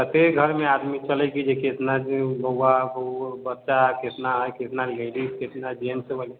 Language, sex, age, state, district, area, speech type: Maithili, male, 30-45, Bihar, Sitamarhi, urban, conversation